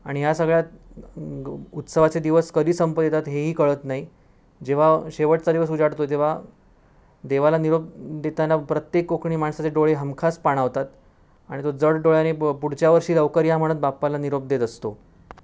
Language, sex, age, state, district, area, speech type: Marathi, male, 30-45, Maharashtra, Sindhudurg, rural, spontaneous